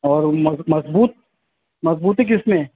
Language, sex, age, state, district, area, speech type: Urdu, male, 45-60, Maharashtra, Nashik, urban, conversation